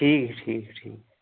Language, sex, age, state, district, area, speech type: Hindi, male, 18-30, Madhya Pradesh, Ujjain, urban, conversation